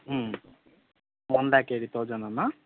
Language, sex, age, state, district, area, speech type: Telugu, male, 18-30, Andhra Pradesh, Eluru, urban, conversation